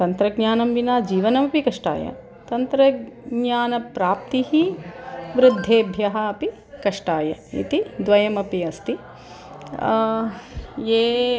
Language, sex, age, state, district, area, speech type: Sanskrit, female, 45-60, Tamil Nadu, Chennai, urban, spontaneous